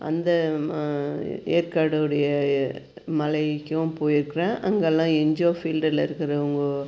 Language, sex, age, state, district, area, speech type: Tamil, female, 45-60, Tamil Nadu, Tirupattur, rural, spontaneous